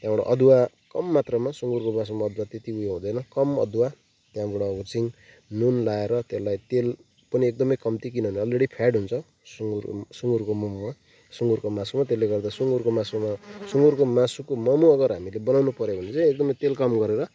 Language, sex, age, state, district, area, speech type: Nepali, male, 30-45, West Bengal, Kalimpong, rural, spontaneous